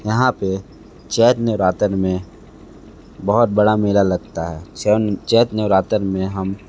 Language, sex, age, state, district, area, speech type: Hindi, male, 30-45, Uttar Pradesh, Sonbhadra, rural, spontaneous